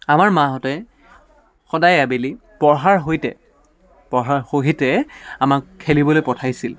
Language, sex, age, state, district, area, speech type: Assamese, male, 18-30, Assam, Dibrugarh, urban, spontaneous